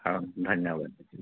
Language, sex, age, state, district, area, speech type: Assamese, male, 60+, Assam, Dhemaji, rural, conversation